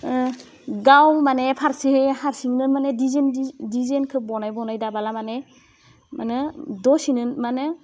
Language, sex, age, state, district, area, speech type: Bodo, female, 30-45, Assam, Udalguri, urban, spontaneous